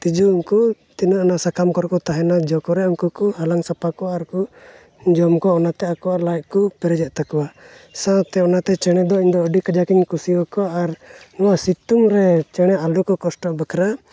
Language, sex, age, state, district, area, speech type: Santali, male, 30-45, Jharkhand, Pakur, rural, spontaneous